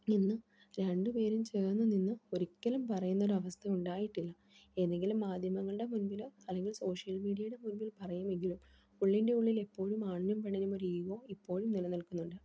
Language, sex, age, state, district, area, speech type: Malayalam, female, 18-30, Kerala, Palakkad, rural, spontaneous